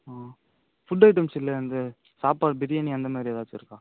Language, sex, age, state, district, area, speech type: Tamil, male, 30-45, Tamil Nadu, Ariyalur, rural, conversation